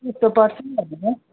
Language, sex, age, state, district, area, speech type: Nepali, female, 30-45, West Bengal, Jalpaiguri, rural, conversation